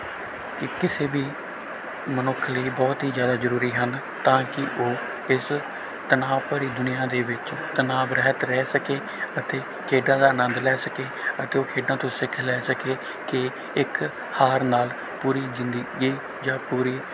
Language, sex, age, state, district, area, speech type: Punjabi, male, 18-30, Punjab, Bathinda, rural, spontaneous